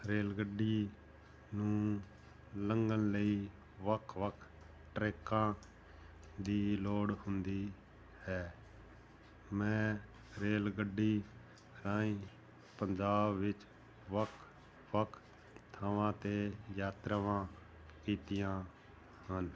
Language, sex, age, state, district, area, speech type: Punjabi, male, 45-60, Punjab, Fazilka, rural, spontaneous